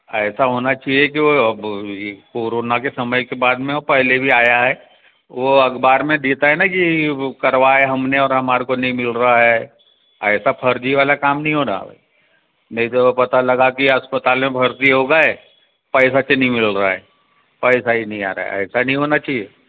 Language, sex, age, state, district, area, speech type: Hindi, male, 60+, Madhya Pradesh, Balaghat, rural, conversation